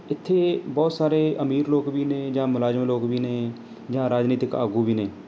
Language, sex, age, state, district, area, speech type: Punjabi, male, 30-45, Punjab, Mohali, urban, spontaneous